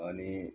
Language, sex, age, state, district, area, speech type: Nepali, male, 60+, West Bengal, Kalimpong, rural, spontaneous